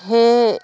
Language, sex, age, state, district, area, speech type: Assamese, female, 45-60, Assam, Jorhat, urban, spontaneous